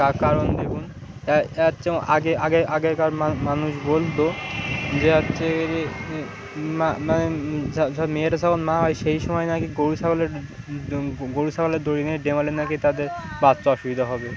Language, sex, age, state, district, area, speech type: Bengali, male, 18-30, West Bengal, Birbhum, urban, spontaneous